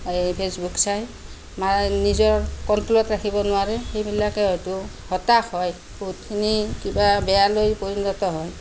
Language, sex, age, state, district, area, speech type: Assamese, female, 45-60, Assam, Kamrup Metropolitan, urban, spontaneous